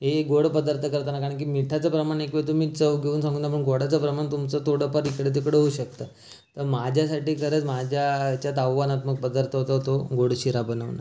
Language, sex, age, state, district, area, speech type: Marathi, male, 30-45, Maharashtra, Raigad, rural, spontaneous